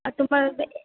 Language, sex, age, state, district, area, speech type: Assamese, female, 18-30, Assam, Morigaon, rural, conversation